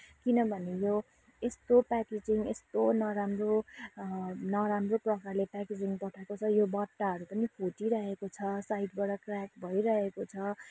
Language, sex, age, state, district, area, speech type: Nepali, female, 30-45, West Bengal, Kalimpong, rural, spontaneous